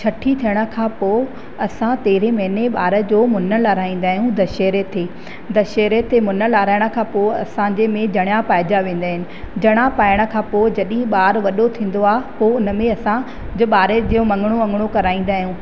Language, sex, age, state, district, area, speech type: Sindhi, female, 30-45, Madhya Pradesh, Katni, rural, spontaneous